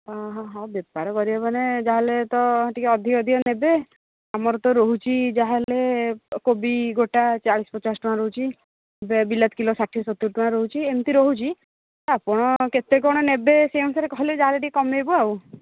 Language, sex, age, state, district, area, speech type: Odia, female, 45-60, Odisha, Angul, rural, conversation